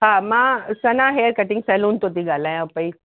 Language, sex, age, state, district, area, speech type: Sindhi, female, 30-45, Uttar Pradesh, Lucknow, urban, conversation